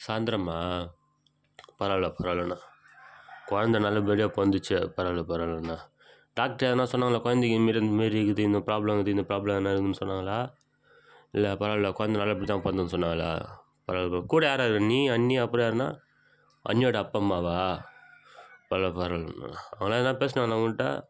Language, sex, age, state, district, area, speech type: Tamil, male, 18-30, Tamil Nadu, Viluppuram, rural, spontaneous